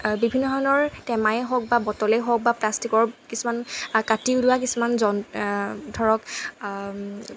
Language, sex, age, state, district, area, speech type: Assamese, female, 18-30, Assam, Jorhat, urban, spontaneous